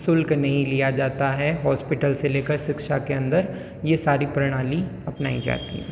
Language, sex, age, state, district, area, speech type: Hindi, female, 18-30, Rajasthan, Jodhpur, urban, spontaneous